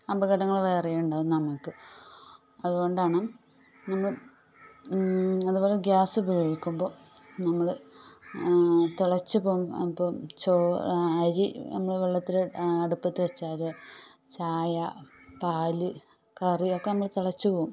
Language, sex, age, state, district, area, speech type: Malayalam, female, 30-45, Kerala, Malappuram, rural, spontaneous